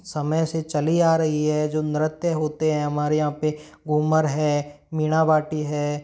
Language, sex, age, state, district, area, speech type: Hindi, male, 45-60, Rajasthan, Karauli, rural, spontaneous